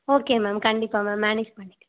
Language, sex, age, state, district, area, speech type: Tamil, female, 18-30, Tamil Nadu, Tirunelveli, urban, conversation